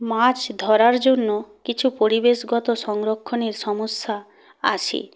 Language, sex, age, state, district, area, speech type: Bengali, female, 18-30, West Bengal, Purba Medinipur, rural, spontaneous